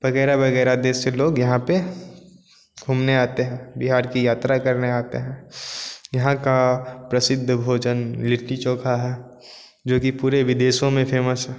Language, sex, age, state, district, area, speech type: Hindi, male, 18-30, Bihar, Samastipur, rural, spontaneous